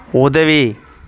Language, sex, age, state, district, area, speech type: Tamil, male, 45-60, Tamil Nadu, Tiruvannamalai, rural, read